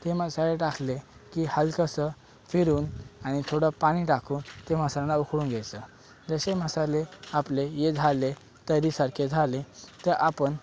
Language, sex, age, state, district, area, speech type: Marathi, male, 18-30, Maharashtra, Thane, urban, spontaneous